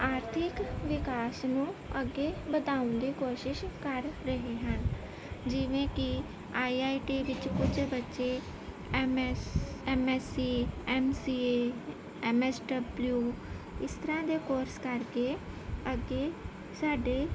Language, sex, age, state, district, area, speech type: Punjabi, female, 30-45, Punjab, Gurdaspur, rural, spontaneous